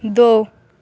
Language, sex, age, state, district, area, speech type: Hindi, female, 18-30, Bihar, Samastipur, rural, read